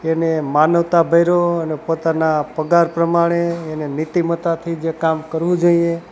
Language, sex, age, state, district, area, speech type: Gujarati, male, 45-60, Gujarat, Rajkot, rural, spontaneous